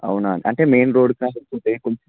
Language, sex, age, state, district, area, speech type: Telugu, male, 18-30, Telangana, Vikarabad, urban, conversation